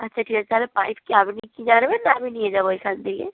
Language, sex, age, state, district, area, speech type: Bengali, female, 18-30, West Bengal, Jalpaiguri, rural, conversation